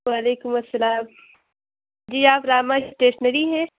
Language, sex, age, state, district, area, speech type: Urdu, female, 30-45, Uttar Pradesh, Lucknow, rural, conversation